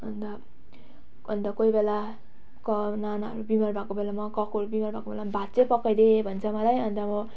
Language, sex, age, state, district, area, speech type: Nepali, female, 18-30, West Bengal, Jalpaiguri, urban, spontaneous